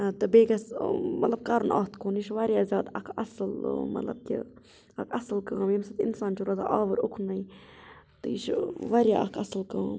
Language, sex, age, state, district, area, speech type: Kashmiri, female, 30-45, Jammu and Kashmir, Budgam, rural, spontaneous